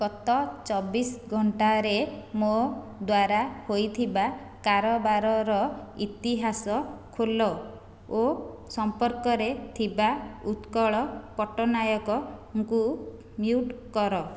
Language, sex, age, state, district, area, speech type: Odia, female, 45-60, Odisha, Khordha, rural, read